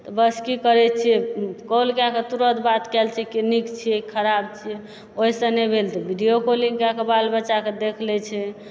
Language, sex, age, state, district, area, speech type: Maithili, female, 30-45, Bihar, Supaul, urban, spontaneous